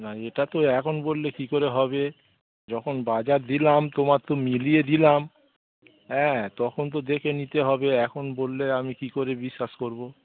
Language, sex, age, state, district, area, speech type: Bengali, male, 45-60, West Bengal, Dakshin Dinajpur, rural, conversation